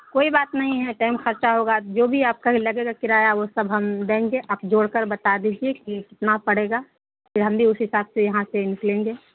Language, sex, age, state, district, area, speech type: Urdu, female, 18-30, Bihar, Saharsa, rural, conversation